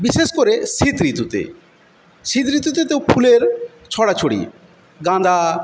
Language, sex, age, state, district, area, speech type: Bengali, male, 45-60, West Bengal, Paschim Medinipur, rural, spontaneous